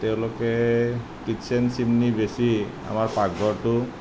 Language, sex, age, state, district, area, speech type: Assamese, male, 30-45, Assam, Nalbari, rural, spontaneous